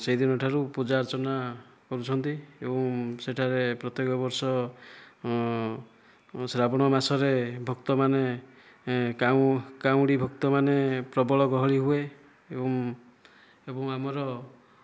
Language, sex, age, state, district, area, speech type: Odia, male, 45-60, Odisha, Kandhamal, rural, spontaneous